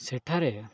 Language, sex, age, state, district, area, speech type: Odia, male, 18-30, Odisha, Koraput, urban, spontaneous